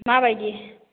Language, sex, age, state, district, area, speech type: Bodo, female, 45-60, Assam, Baksa, rural, conversation